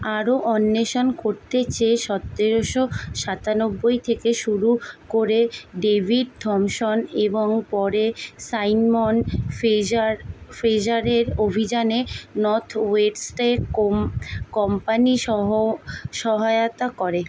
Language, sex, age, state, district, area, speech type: Bengali, female, 18-30, West Bengal, Kolkata, urban, read